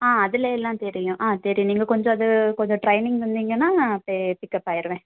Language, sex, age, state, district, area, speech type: Tamil, female, 18-30, Tamil Nadu, Kanyakumari, rural, conversation